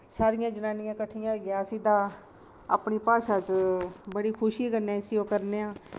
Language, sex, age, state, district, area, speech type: Dogri, female, 45-60, Jammu and Kashmir, Kathua, rural, spontaneous